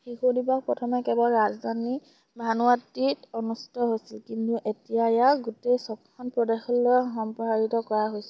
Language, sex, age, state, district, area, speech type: Assamese, female, 18-30, Assam, Sivasagar, rural, read